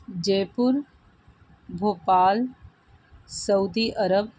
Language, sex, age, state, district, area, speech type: Urdu, female, 45-60, Delhi, North East Delhi, urban, spontaneous